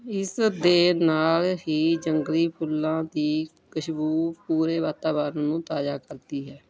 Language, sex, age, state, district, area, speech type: Punjabi, female, 45-60, Punjab, Bathinda, rural, read